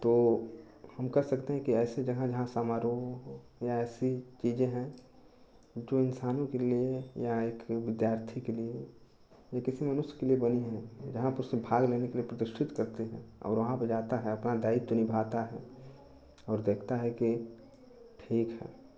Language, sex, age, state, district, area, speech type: Hindi, male, 18-30, Uttar Pradesh, Chandauli, urban, spontaneous